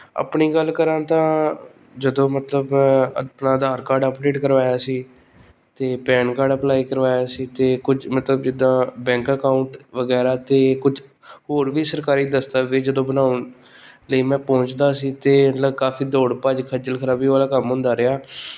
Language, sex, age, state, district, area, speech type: Punjabi, male, 18-30, Punjab, Pathankot, rural, spontaneous